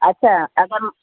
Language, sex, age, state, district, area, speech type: Sindhi, female, 45-60, Delhi, South Delhi, rural, conversation